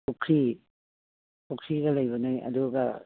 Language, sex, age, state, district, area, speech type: Manipuri, female, 60+, Manipur, Imphal East, rural, conversation